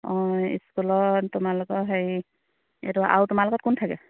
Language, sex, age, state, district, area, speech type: Assamese, female, 30-45, Assam, Charaideo, rural, conversation